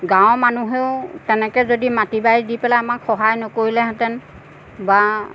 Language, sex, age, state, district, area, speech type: Assamese, female, 45-60, Assam, Nagaon, rural, spontaneous